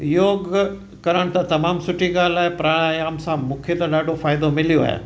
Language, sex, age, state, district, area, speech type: Sindhi, male, 60+, Gujarat, Kutch, rural, spontaneous